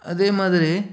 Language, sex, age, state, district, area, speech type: Tamil, male, 45-60, Tamil Nadu, Sivaganga, rural, spontaneous